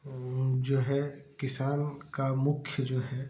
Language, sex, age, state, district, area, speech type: Hindi, male, 45-60, Uttar Pradesh, Chandauli, urban, spontaneous